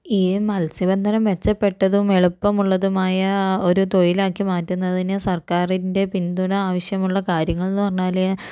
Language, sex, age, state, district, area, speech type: Malayalam, female, 45-60, Kerala, Kozhikode, urban, spontaneous